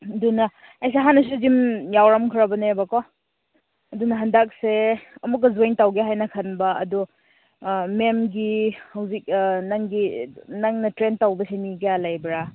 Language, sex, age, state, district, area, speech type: Manipuri, female, 18-30, Manipur, Senapati, rural, conversation